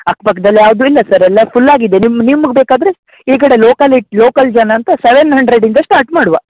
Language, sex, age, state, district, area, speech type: Kannada, male, 18-30, Karnataka, Uttara Kannada, rural, conversation